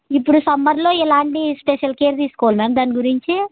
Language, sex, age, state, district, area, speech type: Telugu, female, 30-45, Andhra Pradesh, Kurnool, rural, conversation